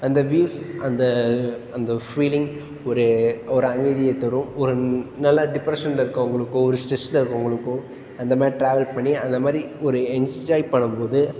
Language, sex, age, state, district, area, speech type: Tamil, male, 18-30, Tamil Nadu, Tiruchirappalli, rural, spontaneous